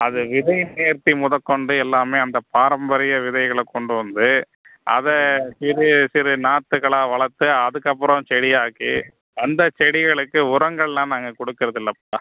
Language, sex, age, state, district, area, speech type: Tamil, male, 45-60, Tamil Nadu, Pudukkottai, rural, conversation